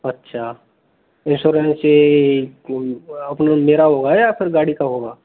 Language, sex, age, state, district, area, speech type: Hindi, male, 18-30, Rajasthan, Karauli, rural, conversation